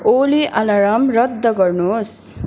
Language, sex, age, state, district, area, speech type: Nepali, female, 18-30, West Bengal, Kalimpong, rural, read